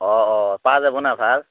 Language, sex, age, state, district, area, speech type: Assamese, male, 18-30, Assam, Udalguri, urban, conversation